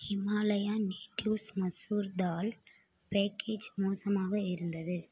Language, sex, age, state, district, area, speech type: Tamil, female, 18-30, Tamil Nadu, Mayiladuthurai, urban, read